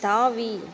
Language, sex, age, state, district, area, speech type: Tamil, female, 45-60, Tamil Nadu, Thanjavur, rural, read